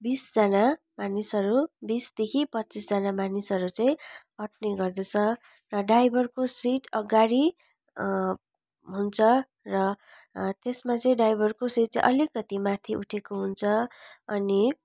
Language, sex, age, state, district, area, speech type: Nepali, female, 30-45, West Bengal, Darjeeling, rural, spontaneous